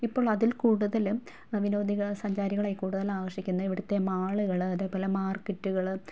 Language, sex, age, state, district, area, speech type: Malayalam, female, 30-45, Kerala, Ernakulam, rural, spontaneous